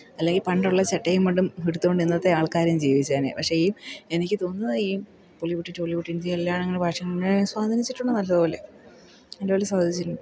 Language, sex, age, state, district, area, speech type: Malayalam, female, 30-45, Kerala, Idukki, rural, spontaneous